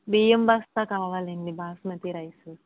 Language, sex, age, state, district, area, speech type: Telugu, female, 30-45, Andhra Pradesh, Kakinada, rural, conversation